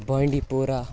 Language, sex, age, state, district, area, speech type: Kashmiri, male, 18-30, Jammu and Kashmir, Baramulla, rural, spontaneous